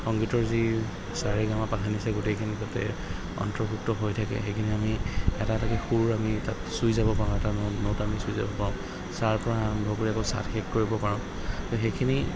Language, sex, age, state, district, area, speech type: Assamese, male, 30-45, Assam, Sonitpur, urban, spontaneous